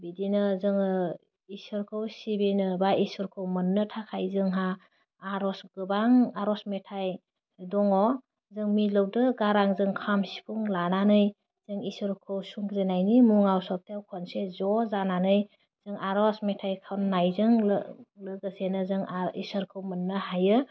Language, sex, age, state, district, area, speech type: Bodo, female, 30-45, Assam, Udalguri, urban, spontaneous